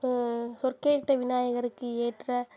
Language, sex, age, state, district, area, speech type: Tamil, female, 18-30, Tamil Nadu, Sivaganga, rural, spontaneous